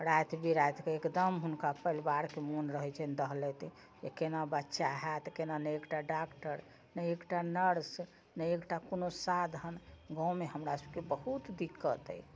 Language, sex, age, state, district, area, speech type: Maithili, female, 60+, Bihar, Muzaffarpur, rural, spontaneous